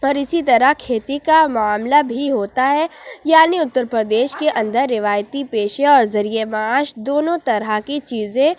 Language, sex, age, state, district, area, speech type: Urdu, female, 30-45, Uttar Pradesh, Lucknow, urban, spontaneous